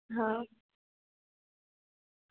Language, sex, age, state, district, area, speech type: Gujarati, female, 18-30, Gujarat, Surat, urban, conversation